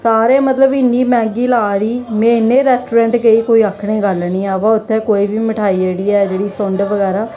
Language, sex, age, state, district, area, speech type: Dogri, female, 18-30, Jammu and Kashmir, Jammu, rural, spontaneous